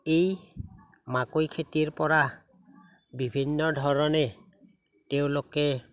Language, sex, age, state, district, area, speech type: Assamese, male, 60+, Assam, Udalguri, rural, spontaneous